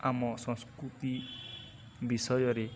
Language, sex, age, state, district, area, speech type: Odia, male, 18-30, Odisha, Balangir, urban, spontaneous